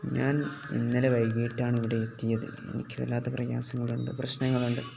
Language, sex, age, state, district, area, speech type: Malayalam, male, 18-30, Kerala, Kozhikode, rural, spontaneous